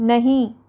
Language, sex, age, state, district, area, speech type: Hindi, female, 30-45, Rajasthan, Jodhpur, urban, read